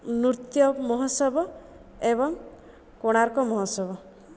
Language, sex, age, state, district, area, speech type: Odia, female, 30-45, Odisha, Jajpur, rural, spontaneous